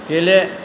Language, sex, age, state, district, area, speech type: Bodo, male, 45-60, Assam, Chirang, rural, read